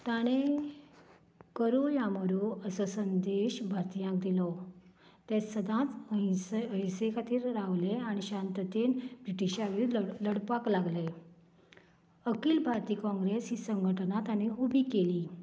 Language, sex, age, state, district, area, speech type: Goan Konkani, female, 45-60, Goa, Canacona, rural, spontaneous